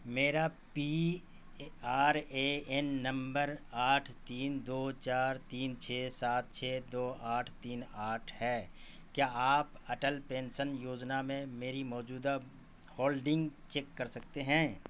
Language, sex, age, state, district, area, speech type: Urdu, male, 45-60, Bihar, Saharsa, rural, read